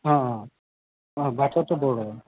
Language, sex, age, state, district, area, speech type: Assamese, male, 45-60, Assam, Kamrup Metropolitan, urban, conversation